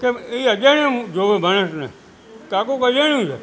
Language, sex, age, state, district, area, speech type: Gujarati, male, 60+, Gujarat, Junagadh, rural, spontaneous